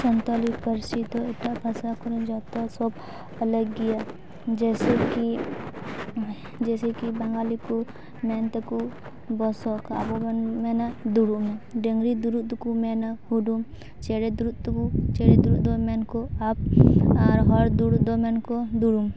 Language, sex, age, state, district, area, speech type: Santali, female, 18-30, West Bengal, Paschim Bardhaman, rural, spontaneous